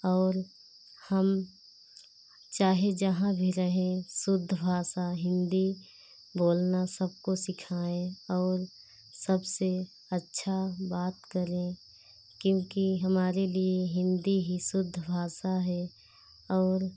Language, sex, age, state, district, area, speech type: Hindi, female, 30-45, Uttar Pradesh, Pratapgarh, rural, spontaneous